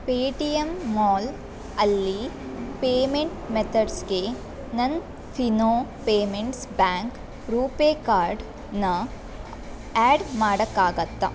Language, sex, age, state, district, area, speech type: Kannada, female, 18-30, Karnataka, Udupi, rural, read